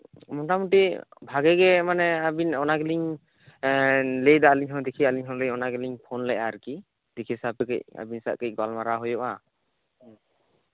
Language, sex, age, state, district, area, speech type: Santali, male, 18-30, West Bengal, Bankura, rural, conversation